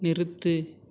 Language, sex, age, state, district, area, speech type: Tamil, male, 18-30, Tamil Nadu, Tiruvarur, urban, read